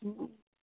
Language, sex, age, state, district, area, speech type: Maithili, female, 30-45, Bihar, Araria, rural, conversation